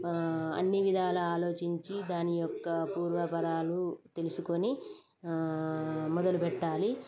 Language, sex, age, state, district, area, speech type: Telugu, female, 30-45, Telangana, Peddapalli, rural, spontaneous